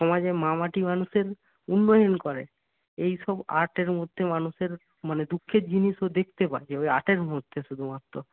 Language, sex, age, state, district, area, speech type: Bengali, male, 60+, West Bengal, Purba Medinipur, rural, conversation